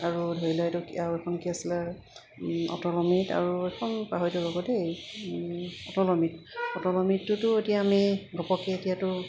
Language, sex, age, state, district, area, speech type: Assamese, female, 30-45, Assam, Golaghat, urban, spontaneous